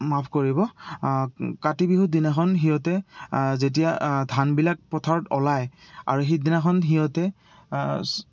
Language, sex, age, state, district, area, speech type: Assamese, male, 18-30, Assam, Goalpara, rural, spontaneous